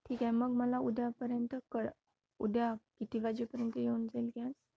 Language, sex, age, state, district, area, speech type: Marathi, female, 18-30, Maharashtra, Amravati, rural, spontaneous